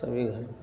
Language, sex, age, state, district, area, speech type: Hindi, male, 30-45, Uttar Pradesh, Mau, rural, spontaneous